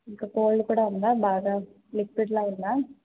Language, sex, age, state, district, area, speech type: Telugu, female, 45-60, Andhra Pradesh, East Godavari, rural, conversation